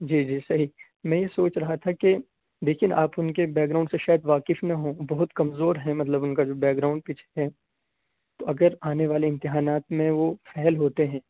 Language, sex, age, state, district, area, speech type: Urdu, male, 18-30, Bihar, Purnia, rural, conversation